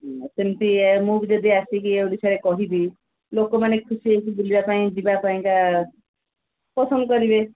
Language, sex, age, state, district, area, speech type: Odia, female, 45-60, Odisha, Sundergarh, rural, conversation